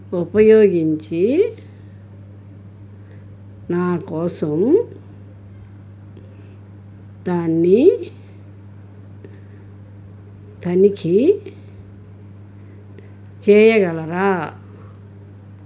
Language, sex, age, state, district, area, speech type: Telugu, female, 60+, Andhra Pradesh, Krishna, urban, read